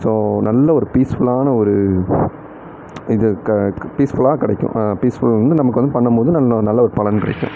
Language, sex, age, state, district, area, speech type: Tamil, male, 30-45, Tamil Nadu, Tiruvarur, rural, spontaneous